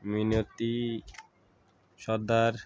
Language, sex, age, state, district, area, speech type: Bengali, male, 45-60, West Bengal, Uttar Dinajpur, urban, spontaneous